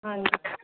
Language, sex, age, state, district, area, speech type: Punjabi, female, 30-45, Punjab, Muktsar, urban, conversation